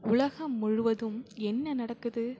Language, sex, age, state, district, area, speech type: Tamil, female, 18-30, Tamil Nadu, Mayiladuthurai, urban, read